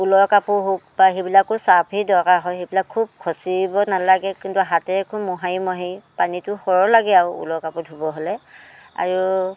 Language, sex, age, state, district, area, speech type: Assamese, female, 60+, Assam, Dhemaji, rural, spontaneous